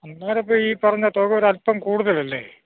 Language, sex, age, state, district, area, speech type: Malayalam, male, 45-60, Kerala, Idukki, rural, conversation